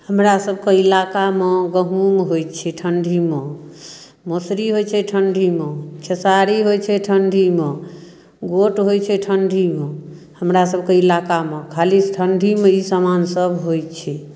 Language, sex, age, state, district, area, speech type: Maithili, female, 45-60, Bihar, Darbhanga, rural, spontaneous